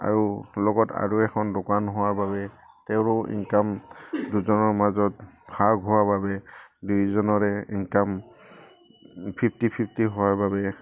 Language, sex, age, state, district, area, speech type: Assamese, male, 45-60, Assam, Udalguri, rural, spontaneous